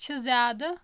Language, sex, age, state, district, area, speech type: Kashmiri, female, 18-30, Jammu and Kashmir, Kulgam, rural, read